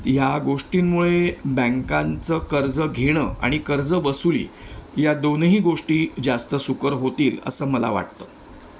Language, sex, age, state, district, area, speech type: Marathi, male, 60+, Maharashtra, Thane, urban, spontaneous